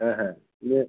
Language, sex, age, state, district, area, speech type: Santali, male, 30-45, West Bengal, Birbhum, rural, conversation